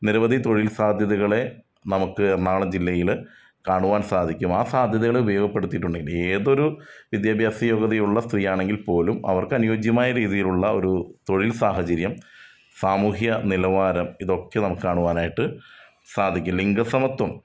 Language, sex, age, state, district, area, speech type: Malayalam, male, 30-45, Kerala, Ernakulam, rural, spontaneous